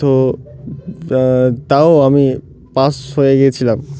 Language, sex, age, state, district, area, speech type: Bengali, male, 18-30, West Bengal, Murshidabad, urban, spontaneous